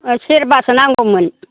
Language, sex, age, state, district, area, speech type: Bodo, female, 60+, Assam, Chirang, rural, conversation